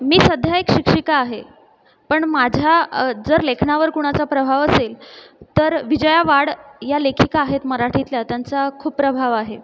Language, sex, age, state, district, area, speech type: Marathi, female, 30-45, Maharashtra, Buldhana, urban, spontaneous